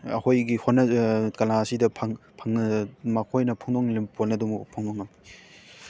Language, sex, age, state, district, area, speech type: Manipuri, male, 18-30, Manipur, Thoubal, rural, spontaneous